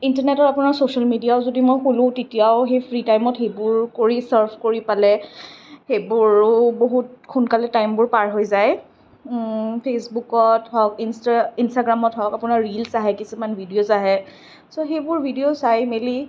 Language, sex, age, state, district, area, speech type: Assamese, female, 30-45, Assam, Kamrup Metropolitan, urban, spontaneous